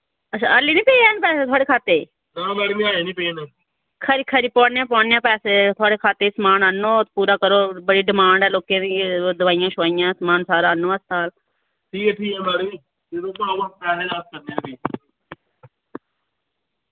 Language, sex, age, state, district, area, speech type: Dogri, female, 30-45, Jammu and Kashmir, Samba, rural, conversation